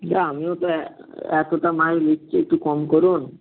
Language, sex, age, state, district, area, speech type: Bengali, male, 18-30, West Bengal, Nadia, rural, conversation